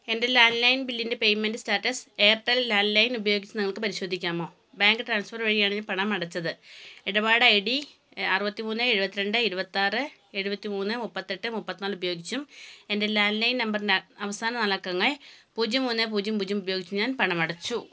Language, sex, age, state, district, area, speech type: Malayalam, female, 45-60, Kerala, Wayanad, rural, read